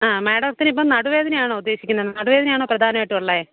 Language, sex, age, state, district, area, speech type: Malayalam, female, 30-45, Kerala, Kollam, rural, conversation